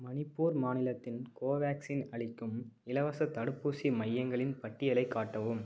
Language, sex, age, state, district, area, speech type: Tamil, male, 18-30, Tamil Nadu, Cuddalore, rural, read